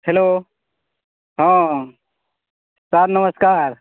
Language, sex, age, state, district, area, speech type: Odia, male, 45-60, Odisha, Nuapada, urban, conversation